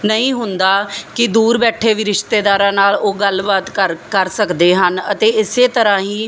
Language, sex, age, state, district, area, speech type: Punjabi, female, 30-45, Punjab, Muktsar, urban, spontaneous